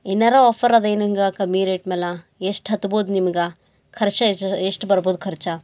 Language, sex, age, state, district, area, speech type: Kannada, female, 18-30, Karnataka, Bidar, urban, spontaneous